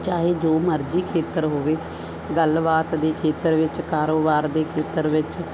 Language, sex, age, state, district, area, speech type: Punjabi, female, 30-45, Punjab, Barnala, rural, spontaneous